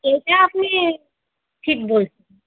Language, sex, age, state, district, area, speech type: Bengali, female, 45-60, West Bengal, Darjeeling, urban, conversation